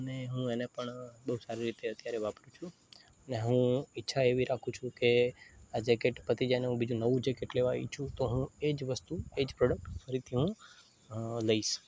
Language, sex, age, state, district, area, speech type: Gujarati, male, 18-30, Gujarat, Morbi, urban, spontaneous